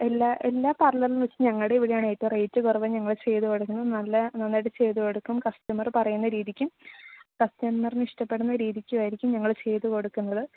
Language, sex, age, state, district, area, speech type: Malayalam, female, 30-45, Kerala, Idukki, rural, conversation